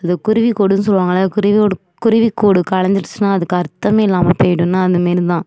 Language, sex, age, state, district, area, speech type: Tamil, female, 18-30, Tamil Nadu, Nagapattinam, urban, spontaneous